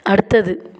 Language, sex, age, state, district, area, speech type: Tamil, female, 30-45, Tamil Nadu, Tirupattur, rural, read